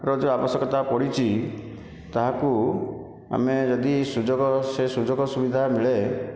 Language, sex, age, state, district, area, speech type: Odia, male, 60+, Odisha, Khordha, rural, spontaneous